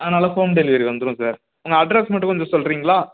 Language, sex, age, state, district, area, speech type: Tamil, male, 18-30, Tamil Nadu, Tiruchirappalli, rural, conversation